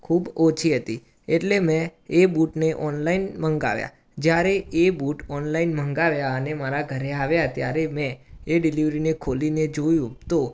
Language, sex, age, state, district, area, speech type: Gujarati, male, 18-30, Gujarat, Mehsana, urban, spontaneous